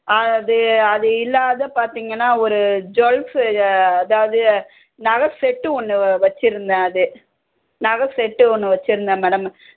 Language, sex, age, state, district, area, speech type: Tamil, female, 45-60, Tamil Nadu, Chennai, urban, conversation